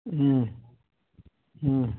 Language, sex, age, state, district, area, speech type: Gujarati, male, 18-30, Gujarat, Morbi, urban, conversation